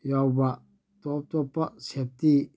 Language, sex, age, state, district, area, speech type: Manipuri, male, 45-60, Manipur, Churachandpur, rural, read